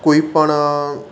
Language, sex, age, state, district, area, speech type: Gujarati, male, 30-45, Gujarat, Surat, urban, spontaneous